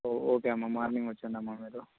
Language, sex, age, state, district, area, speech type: Telugu, male, 18-30, Andhra Pradesh, Krishna, urban, conversation